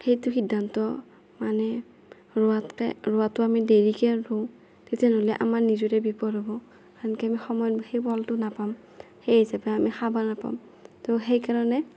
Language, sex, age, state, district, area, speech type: Assamese, female, 18-30, Assam, Darrang, rural, spontaneous